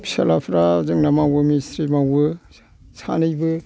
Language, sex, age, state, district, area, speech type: Bodo, male, 60+, Assam, Kokrajhar, urban, spontaneous